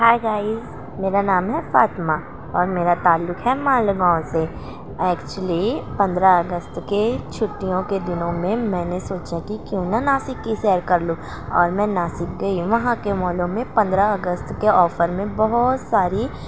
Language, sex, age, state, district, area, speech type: Urdu, female, 18-30, Maharashtra, Nashik, urban, spontaneous